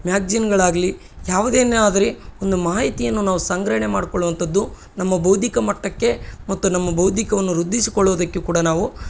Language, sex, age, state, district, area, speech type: Kannada, male, 30-45, Karnataka, Bellary, rural, spontaneous